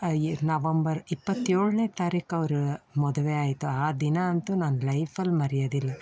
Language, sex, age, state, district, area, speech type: Kannada, female, 45-60, Karnataka, Tumkur, rural, spontaneous